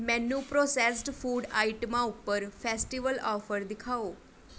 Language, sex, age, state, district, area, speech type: Punjabi, female, 18-30, Punjab, Mohali, rural, read